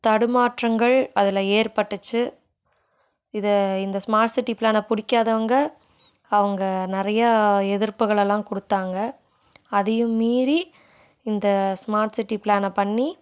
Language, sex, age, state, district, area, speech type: Tamil, female, 18-30, Tamil Nadu, Coimbatore, rural, spontaneous